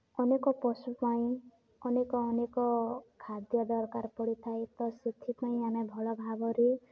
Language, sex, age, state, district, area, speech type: Odia, female, 18-30, Odisha, Balangir, urban, spontaneous